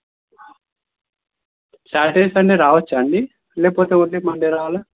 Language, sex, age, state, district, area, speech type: Telugu, male, 30-45, Andhra Pradesh, N T Rama Rao, rural, conversation